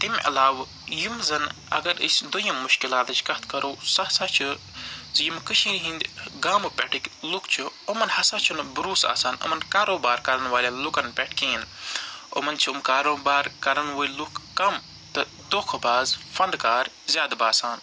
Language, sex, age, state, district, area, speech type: Kashmiri, male, 45-60, Jammu and Kashmir, Srinagar, urban, spontaneous